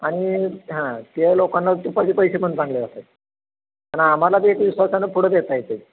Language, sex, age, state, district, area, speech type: Marathi, male, 30-45, Maharashtra, Satara, rural, conversation